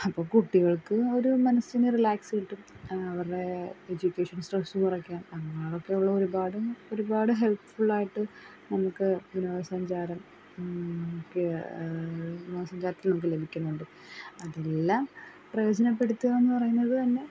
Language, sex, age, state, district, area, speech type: Malayalam, female, 18-30, Kerala, Kollam, rural, spontaneous